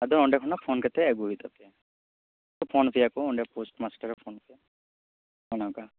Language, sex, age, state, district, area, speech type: Santali, male, 18-30, West Bengal, Birbhum, rural, conversation